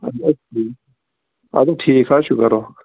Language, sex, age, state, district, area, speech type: Kashmiri, male, 18-30, Jammu and Kashmir, Pulwama, rural, conversation